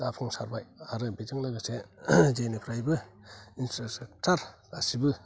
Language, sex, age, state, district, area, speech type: Bodo, male, 45-60, Assam, Kokrajhar, rural, spontaneous